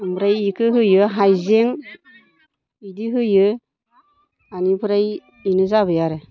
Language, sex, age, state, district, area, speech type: Bodo, female, 45-60, Assam, Baksa, rural, spontaneous